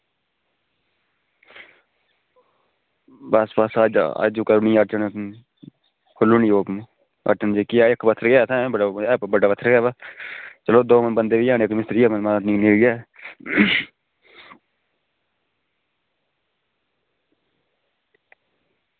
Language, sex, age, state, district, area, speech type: Dogri, male, 30-45, Jammu and Kashmir, Udhampur, rural, conversation